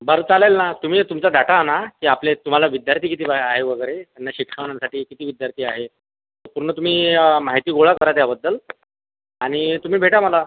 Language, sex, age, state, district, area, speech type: Marathi, male, 30-45, Maharashtra, Akola, rural, conversation